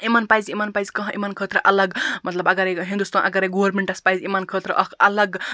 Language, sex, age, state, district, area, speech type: Kashmiri, female, 30-45, Jammu and Kashmir, Baramulla, rural, spontaneous